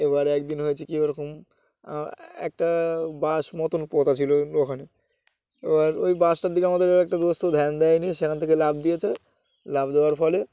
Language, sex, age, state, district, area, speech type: Bengali, male, 18-30, West Bengal, Uttar Dinajpur, urban, spontaneous